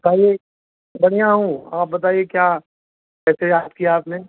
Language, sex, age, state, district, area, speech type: Hindi, male, 60+, Uttar Pradesh, Azamgarh, rural, conversation